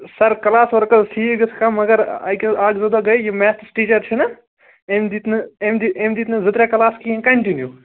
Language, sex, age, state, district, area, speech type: Kashmiri, male, 18-30, Jammu and Kashmir, Srinagar, urban, conversation